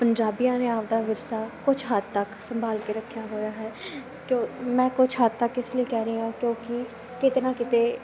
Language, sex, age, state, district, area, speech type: Punjabi, female, 18-30, Punjab, Muktsar, urban, spontaneous